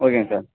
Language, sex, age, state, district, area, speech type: Tamil, male, 18-30, Tamil Nadu, Namakkal, rural, conversation